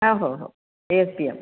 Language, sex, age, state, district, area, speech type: Marathi, female, 45-60, Maharashtra, Buldhana, urban, conversation